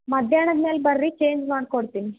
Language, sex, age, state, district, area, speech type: Kannada, female, 18-30, Karnataka, Bellary, rural, conversation